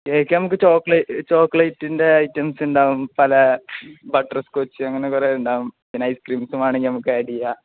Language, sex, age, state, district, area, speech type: Malayalam, male, 18-30, Kerala, Malappuram, rural, conversation